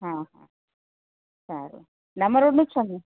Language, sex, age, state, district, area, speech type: Gujarati, female, 45-60, Gujarat, Valsad, rural, conversation